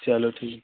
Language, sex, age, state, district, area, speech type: Hindi, male, 30-45, Uttar Pradesh, Mau, rural, conversation